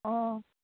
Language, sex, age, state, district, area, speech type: Bodo, female, 18-30, Assam, Chirang, rural, conversation